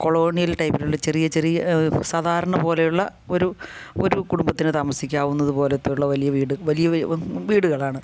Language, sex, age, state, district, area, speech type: Malayalam, female, 60+, Kerala, Kasaragod, rural, spontaneous